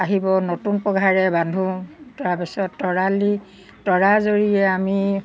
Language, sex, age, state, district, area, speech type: Assamese, female, 60+, Assam, Golaghat, urban, spontaneous